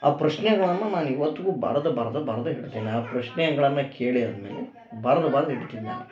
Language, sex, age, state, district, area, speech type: Kannada, male, 18-30, Karnataka, Koppal, rural, spontaneous